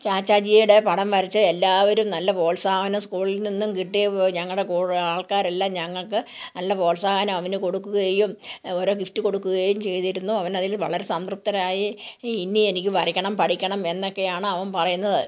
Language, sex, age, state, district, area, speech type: Malayalam, female, 60+, Kerala, Kottayam, rural, spontaneous